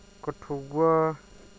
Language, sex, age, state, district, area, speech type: Dogri, male, 30-45, Jammu and Kashmir, Udhampur, urban, spontaneous